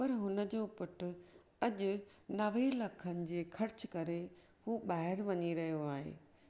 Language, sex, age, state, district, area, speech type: Sindhi, female, 45-60, Maharashtra, Thane, urban, spontaneous